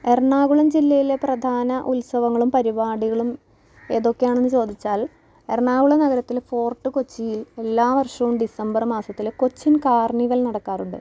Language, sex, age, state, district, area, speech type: Malayalam, female, 30-45, Kerala, Ernakulam, rural, spontaneous